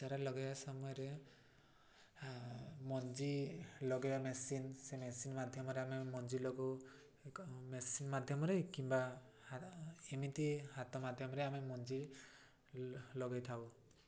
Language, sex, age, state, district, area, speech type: Odia, male, 18-30, Odisha, Mayurbhanj, rural, spontaneous